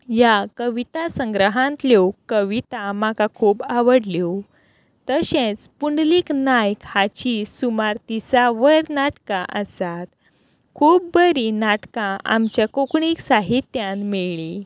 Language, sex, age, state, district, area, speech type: Goan Konkani, female, 30-45, Goa, Quepem, rural, spontaneous